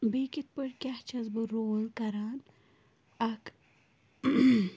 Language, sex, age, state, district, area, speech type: Kashmiri, female, 18-30, Jammu and Kashmir, Bandipora, rural, spontaneous